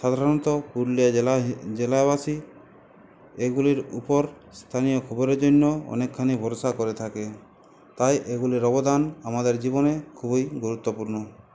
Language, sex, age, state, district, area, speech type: Bengali, male, 30-45, West Bengal, Purulia, urban, spontaneous